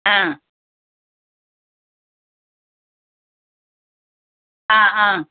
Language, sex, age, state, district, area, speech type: Malayalam, female, 60+, Kerala, Malappuram, rural, conversation